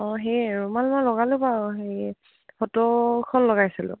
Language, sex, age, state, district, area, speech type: Assamese, female, 18-30, Assam, Dibrugarh, rural, conversation